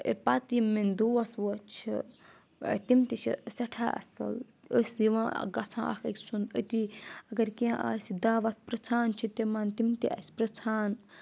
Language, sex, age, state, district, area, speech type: Kashmiri, female, 18-30, Jammu and Kashmir, Budgam, rural, spontaneous